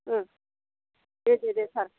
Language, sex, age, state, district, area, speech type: Bodo, female, 60+, Assam, Kokrajhar, rural, conversation